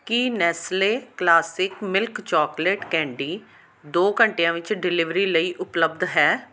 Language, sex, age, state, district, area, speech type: Punjabi, female, 45-60, Punjab, Amritsar, urban, read